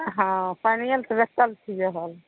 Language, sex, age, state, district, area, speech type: Maithili, female, 30-45, Bihar, Begusarai, rural, conversation